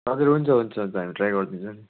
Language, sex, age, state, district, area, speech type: Nepali, male, 30-45, West Bengal, Darjeeling, rural, conversation